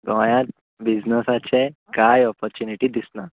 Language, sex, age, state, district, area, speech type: Goan Konkani, male, 18-30, Goa, Murmgao, urban, conversation